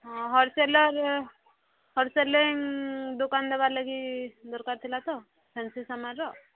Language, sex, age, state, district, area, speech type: Odia, female, 30-45, Odisha, Subarnapur, urban, conversation